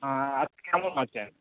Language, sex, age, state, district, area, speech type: Bengali, male, 45-60, West Bengal, Dakshin Dinajpur, rural, conversation